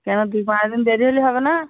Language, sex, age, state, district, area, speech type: Bengali, female, 45-60, West Bengal, Birbhum, urban, conversation